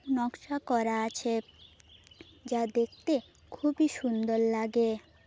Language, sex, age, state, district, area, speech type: Bengali, female, 18-30, West Bengal, Jhargram, rural, spontaneous